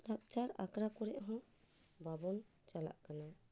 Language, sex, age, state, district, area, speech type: Santali, female, 30-45, West Bengal, Paschim Bardhaman, urban, spontaneous